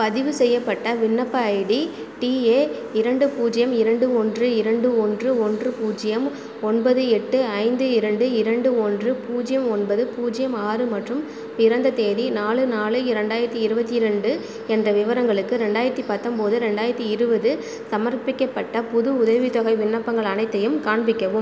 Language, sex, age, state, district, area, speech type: Tamil, female, 30-45, Tamil Nadu, Cuddalore, rural, read